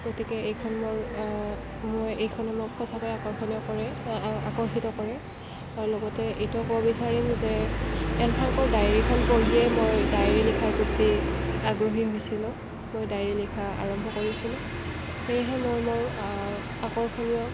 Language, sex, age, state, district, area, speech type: Assamese, female, 18-30, Assam, Kamrup Metropolitan, urban, spontaneous